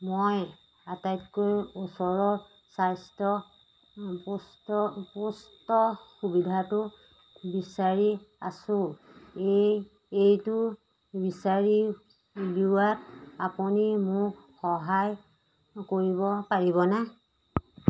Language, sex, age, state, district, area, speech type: Assamese, female, 45-60, Assam, Majuli, urban, read